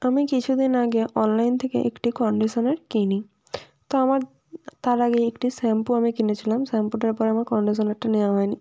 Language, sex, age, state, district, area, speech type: Bengali, female, 18-30, West Bengal, North 24 Parganas, rural, spontaneous